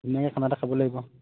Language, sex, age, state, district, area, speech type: Assamese, male, 18-30, Assam, Lakhimpur, urban, conversation